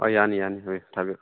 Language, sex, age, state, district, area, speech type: Manipuri, male, 45-60, Manipur, Churachandpur, rural, conversation